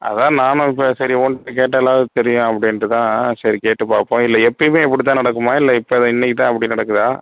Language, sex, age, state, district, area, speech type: Tamil, male, 30-45, Tamil Nadu, Pudukkottai, rural, conversation